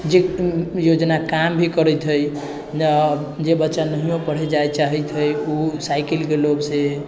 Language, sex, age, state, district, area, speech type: Maithili, male, 18-30, Bihar, Sitamarhi, rural, spontaneous